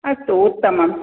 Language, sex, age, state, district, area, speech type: Sanskrit, female, 45-60, Karnataka, Dakshina Kannada, urban, conversation